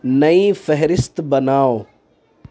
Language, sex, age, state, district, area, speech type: Urdu, male, 45-60, Uttar Pradesh, Lucknow, urban, read